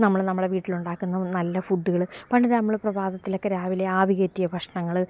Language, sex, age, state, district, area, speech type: Malayalam, female, 45-60, Kerala, Alappuzha, rural, spontaneous